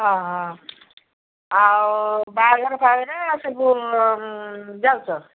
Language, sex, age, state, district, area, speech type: Odia, female, 60+, Odisha, Gajapati, rural, conversation